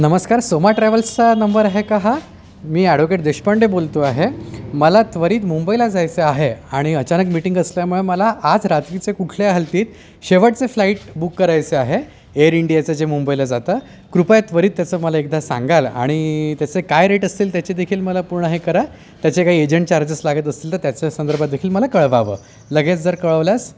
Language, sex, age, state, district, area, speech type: Marathi, male, 30-45, Maharashtra, Yavatmal, urban, spontaneous